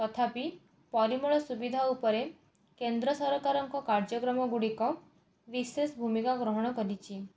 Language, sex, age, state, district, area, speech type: Odia, female, 18-30, Odisha, Cuttack, urban, spontaneous